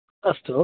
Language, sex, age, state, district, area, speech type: Sanskrit, male, 30-45, Karnataka, Udupi, urban, conversation